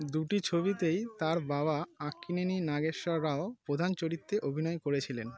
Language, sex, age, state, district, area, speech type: Bengali, male, 30-45, West Bengal, North 24 Parganas, urban, read